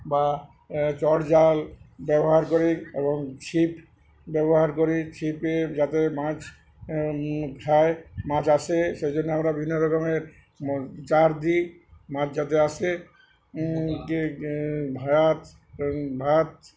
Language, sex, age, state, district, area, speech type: Bengali, male, 60+, West Bengal, Uttar Dinajpur, urban, spontaneous